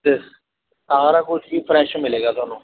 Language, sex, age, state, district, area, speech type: Punjabi, male, 18-30, Punjab, Mohali, rural, conversation